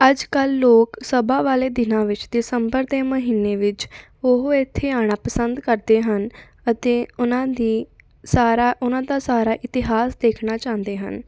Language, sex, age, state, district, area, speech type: Punjabi, female, 18-30, Punjab, Fatehgarh Sahib, rural, spontaneous